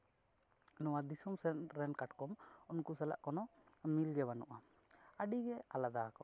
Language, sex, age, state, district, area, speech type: Santali, male, 18-30, West Bengal, Jhargram, rural, spontaneous